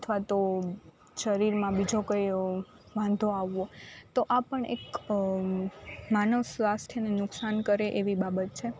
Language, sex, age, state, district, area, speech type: Gujarati, female, 18-30, Gujarat, Rajkot, rural, spontaneous